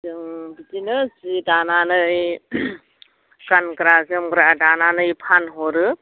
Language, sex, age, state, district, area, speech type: Bodo, female, 45-60, Assam, Kokrajhar, rural, conversation